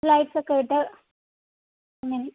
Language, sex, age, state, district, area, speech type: Malayalam, female, 18-30, Kerala, Idukki, rural, conversation